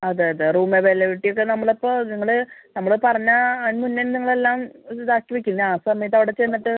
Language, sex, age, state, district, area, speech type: Malayalam, female, 30-45, Kerala, Palakkad, rural, conversation